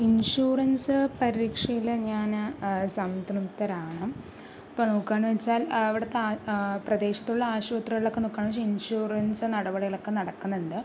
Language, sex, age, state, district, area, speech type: Malayalam, female, 30-45, Kerala, Palakkad, rural, spontaneous